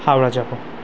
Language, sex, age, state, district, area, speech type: Bengali, male, 18-30, West Bengal, Kolkata, urban, spontaneous